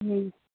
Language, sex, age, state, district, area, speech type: Gujarati, female, 30-45, Gujarat, Kheda, rural, conversation